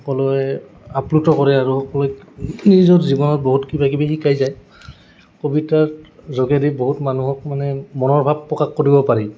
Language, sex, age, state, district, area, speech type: Assamese, male, 18-30, Assam, Goalpara, urban, spontaneous